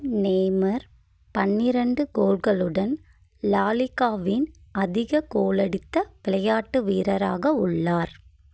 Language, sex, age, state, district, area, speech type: Tamil, female, 30-45, Tamil Nadu, Kanchipuram, urban, read